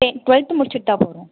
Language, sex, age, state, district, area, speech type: Tamil, female, 18-30, Tamil Nadu, Mayiladuthurai, rural, conversation